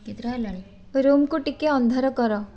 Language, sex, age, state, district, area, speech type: Odia, female, 45-60, Odisha, Bhadrak, rural, read